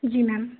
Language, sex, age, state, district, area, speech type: Hindi, female, 18-30, Madhya Pradesh, Betul, rural, conversation